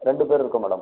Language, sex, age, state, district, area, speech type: Tamil, male, 18-30, Tamil Nadu, Cuddalore, rural, conversation